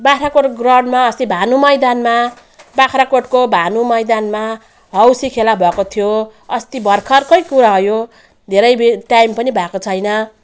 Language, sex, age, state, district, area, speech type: Nepali, female, 45-60, West Bengal, Jalpaiguri, rural, spontaneous